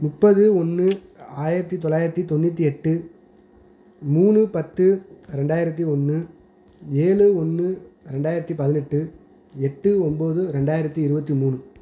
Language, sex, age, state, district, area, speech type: Tamil, male, 30-45, Tamil Nadu, Madurai, rural, spontaneous